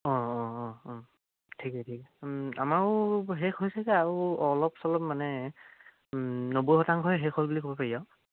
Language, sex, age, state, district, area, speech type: Assamese, male, 18-30, Assam, Charaideo, rural, conversation